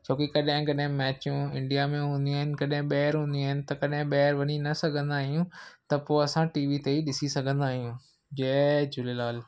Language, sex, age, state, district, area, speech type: Sindhi, male, 30-45, Maharashtra, Mumbai Suburban, urban, spontaneous